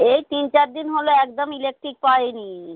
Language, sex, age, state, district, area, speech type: Bengali, female, 30-45, West Bengal, North 24 Parganas, urban, conversation